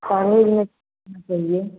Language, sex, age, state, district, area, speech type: Hindi, female, 45-60, Uttar Pradesh, Jaunpur, rural, conversation